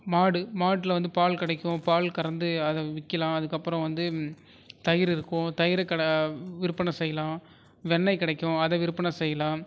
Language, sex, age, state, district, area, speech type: Tamil, male, 18-30, Tamil Nadu, Tiruvarur, urban, spontaneous